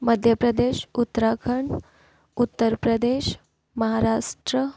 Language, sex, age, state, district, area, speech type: Marathi, female, 18-30, Maharashtra, Nagpur, urban, spontaneous